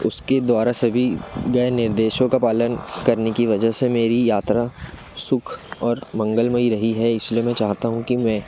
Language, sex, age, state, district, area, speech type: Hindi, male, 18-30, Madhya Pradesh, Betul, urban, spontaneous